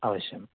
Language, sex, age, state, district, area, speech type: Sanskrit, male, 18-30, Karnataka, Chikkamagaluru, urban, conversation